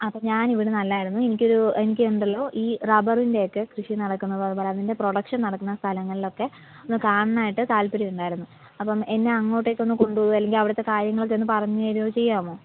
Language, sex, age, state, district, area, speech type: Malayalam, female, 18-30, Kerala, Pathanamthitta, urban, conversation